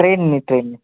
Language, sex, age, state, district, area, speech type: Marathi, male, 18-30, Maharashtra, Yavatmal, rural, conversation